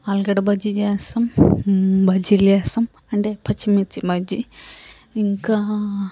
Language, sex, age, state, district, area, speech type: Telugu, female, 45-60, Telangana, Yadadri Bhuvanagiri, rural, spontaneous